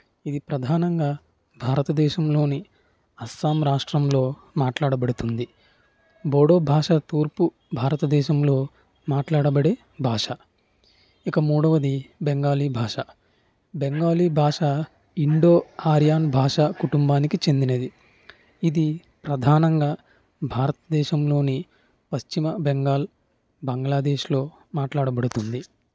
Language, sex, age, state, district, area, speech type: Telugu, male, 18-30, Andhra Pradesh, N T Rama Rao, urban, spontaneous